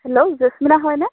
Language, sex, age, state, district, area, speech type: Assamese, female, 45-60, Assam, Dhemaji, rural, conversation